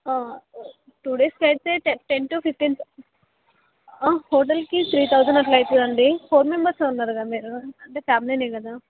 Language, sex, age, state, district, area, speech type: Telugu, female, 18-30, Telangana, Vikarabad, rural, conversation